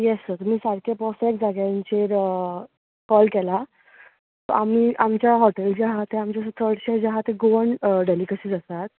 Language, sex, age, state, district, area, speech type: Goan Konkani, female, 18-30, Goa, Bardez, urban, conversation